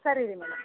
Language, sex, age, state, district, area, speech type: Kannada, female, 30-45, Karnataka, Gadag, rural, conversation